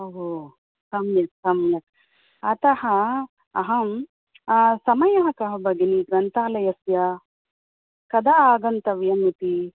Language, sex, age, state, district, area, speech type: Sanskrit, female, 45-60, Karnataka, Bangalore Urban, urban, conversation